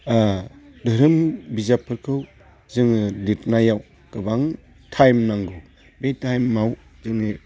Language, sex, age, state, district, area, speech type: Bodo, male, 45-60, Assam, Chirang, rural, spontaneous